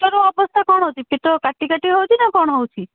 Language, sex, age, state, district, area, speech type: Odia, female, 45-60, Odisha, Cuttack, urban, conversation